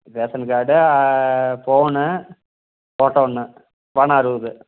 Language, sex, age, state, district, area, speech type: Tamil, male, 45-60, Tamil Nadu, Namakkal, rural, conversation